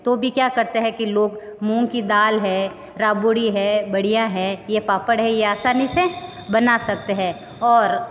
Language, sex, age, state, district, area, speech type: Hindi, female, 30-45, Rajasthan, Jodhpur, urban, spontaneous